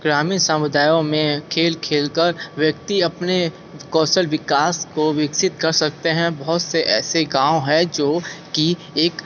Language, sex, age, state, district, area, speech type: Hindi, male, 45-60, Uttar Pradesh, Sonbhadra, rural, spontaneous